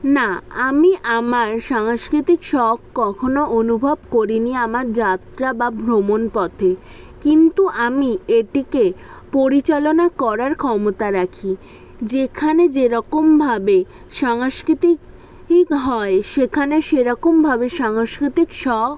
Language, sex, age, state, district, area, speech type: Bengali, female, 18-30, West Bengal, South 24 Parganas, urban, spontaneous